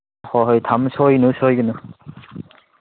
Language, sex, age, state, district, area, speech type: Manipuri, male, 18-30, Manipur, Chandel, rural, conversation